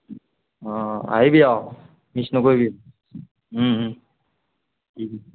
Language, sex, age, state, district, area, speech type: Assamese, male, 18-30, Assam, Golaghat, urban, conversation